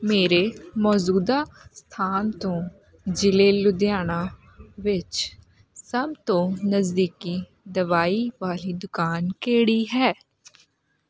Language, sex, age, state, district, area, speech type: Punjabi, female, 18-30, Punjab, Hoshiarpur, rural, read